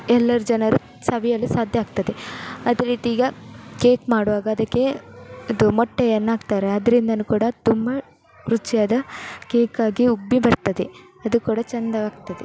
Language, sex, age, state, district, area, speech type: Kannada, female, 18-30, Karnataka, Udupi, rural, spontaneous